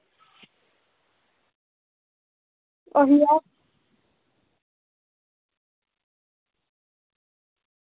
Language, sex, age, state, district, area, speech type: Dogri, female, 18-30, Jammu and Kashmir, Samba, rural, conversation